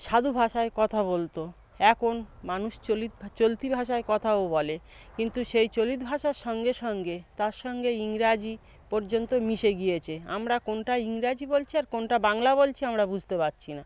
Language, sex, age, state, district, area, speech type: Bengali, female, 45-60, West Bengal, South 24 Parganas, rural, spontaneous